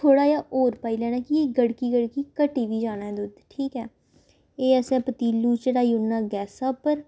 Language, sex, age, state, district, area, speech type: Dogri, female, 18-30, Jammu and Kashmir, Samba, urban, spontaneous